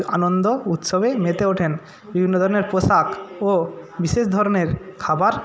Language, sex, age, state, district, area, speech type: Bengali, male, 45-60, West Bengal, Jhargram, rural, spontaneous